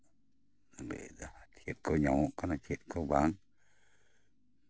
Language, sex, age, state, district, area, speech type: Santali, male, 60+, West Bengal, Bankura, rural, spontaneous